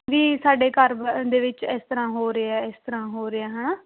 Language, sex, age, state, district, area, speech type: Punjabi, female, 18-30, Punjab, Muktsar, rural, conversation